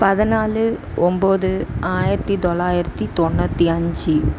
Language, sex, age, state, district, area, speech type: Tamil, female, 18-30, Tamil Nadu, Tiruvannamalai, urban, spontaneous